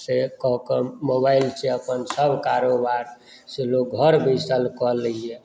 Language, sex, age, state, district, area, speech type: Maithili, male, 45-60, Bihar, Madhubani, rural, spontaneous